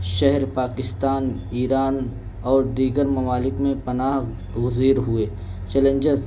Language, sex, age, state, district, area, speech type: Urdu, male, 18-30, Uttar Pradesh, Balrampur, rural, spontaneous